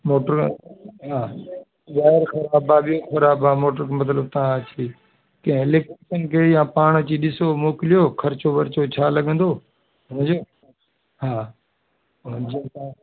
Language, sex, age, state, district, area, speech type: Sindhi, male, 45-60, Delhi, South Delhi, urban, conversation